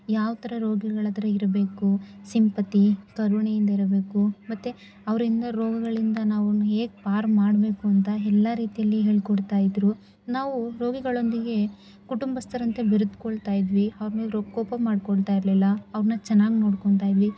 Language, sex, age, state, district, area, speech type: Kannada, female, 18-30, Karnataka, Chikkaballapur, rural, spontaneous